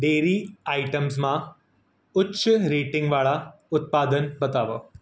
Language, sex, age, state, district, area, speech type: Gujarati, male, 30-45, Gujarat, Surat, urban, read